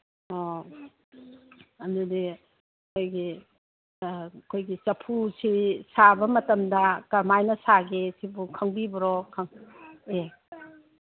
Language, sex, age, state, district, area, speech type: Manipuri, female, 45-60, Manipur, Kangpokpi, urban, conversation